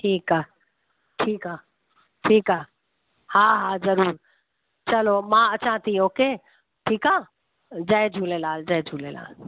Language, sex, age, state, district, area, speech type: Sindhi, female, 45-60, Delhi, South Delhi, urban, conversation